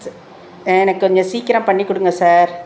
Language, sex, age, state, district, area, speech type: Tamil, female, 60+, Tamil Nadu, Tiruchirappalli, rural, spontaneous